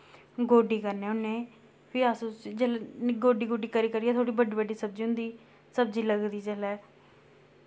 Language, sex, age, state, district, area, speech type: Dogri, female, 30-45, Jammu and Kashmir, Samba, rural, spontaneous